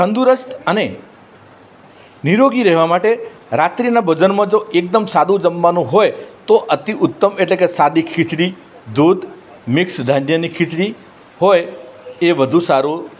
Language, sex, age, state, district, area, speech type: Gujarati, male, 45-60, Gujarat, Valsad, rural, spontaneous